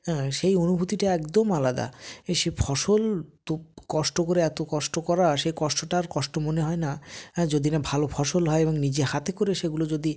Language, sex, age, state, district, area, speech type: Bengali, male, 45-60, West Bengal, North 24 Parganas, rural, spontaneous